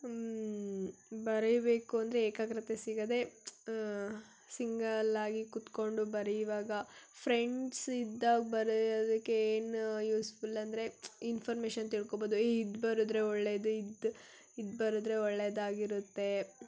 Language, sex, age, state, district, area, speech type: Kannada, female, 18-30, Karnataka, Tumkur, urban, spontaneous